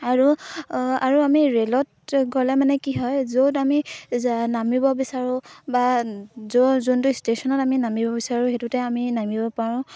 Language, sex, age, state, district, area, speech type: Assamese, female, 18-30, Assam, Sivasagar, rural, spontaneous